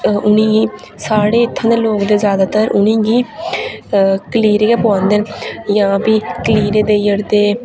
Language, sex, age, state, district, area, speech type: Dogri, female, 18-30, Jammu and Kashmir, Reasi, rural, spontaneous